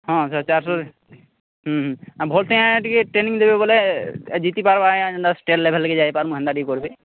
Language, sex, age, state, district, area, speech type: Odia, male, 30-45, Odisha, Sambalpur, rural, conversation